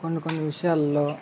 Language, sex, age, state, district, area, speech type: Telugu, male, 18-30, Andhra Pradesh, Guntur, rural, spontaneous